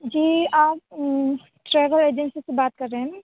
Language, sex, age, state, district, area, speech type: Urdu, female, 30-45, Uttar Pradesh, Aligarh, rural, conversation